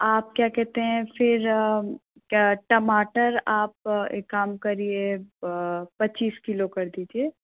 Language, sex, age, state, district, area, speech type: Hindi, female, 18-30, Uttar Pradesh, Bhadohi, urban, conversation